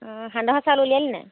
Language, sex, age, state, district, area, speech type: Assamese, female, 30-45, Assam, Dhemaji, rural, conversation